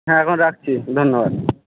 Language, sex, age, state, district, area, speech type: Bengali, male, 60+, West Bengal, Jhargram, rural, conversation